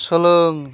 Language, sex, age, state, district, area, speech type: Bodo, male, 18-30, Assam, Chirang, rural, read